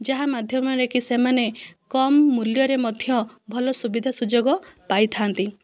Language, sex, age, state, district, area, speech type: Odia, female, 60+, Odisha, Kandhamal, rural, spontaneous